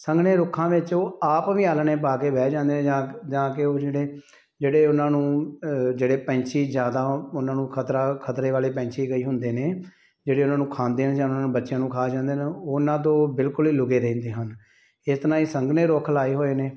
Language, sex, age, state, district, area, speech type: Punjabi, male, 30-45, Punjab, Tarn Taran, rural, spontaneous